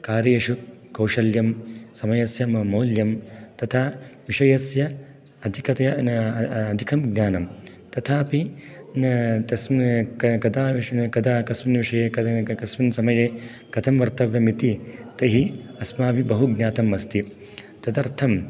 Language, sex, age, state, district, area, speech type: Sanskrit, male, 30-45, Karnataka, Raichur, rural, spontaneous